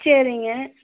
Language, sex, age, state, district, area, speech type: Tamil, female, 45-60, Tamil Nadu, Namakkal, rural, conversation